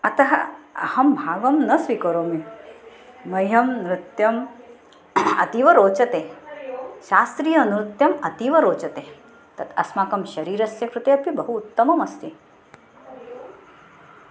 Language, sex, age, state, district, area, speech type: Sanskrit, female, 45-60, Maharashtra, Nagpur, urban, spontaneous